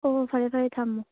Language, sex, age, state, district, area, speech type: Manipuri, female, 18-30, Manipur, Churachandpur, rural, conversation